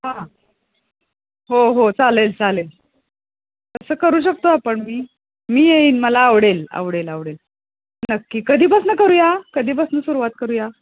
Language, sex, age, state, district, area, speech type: Marathi, female, 30-45, Maharashtra, Kolhapur, urban, conversation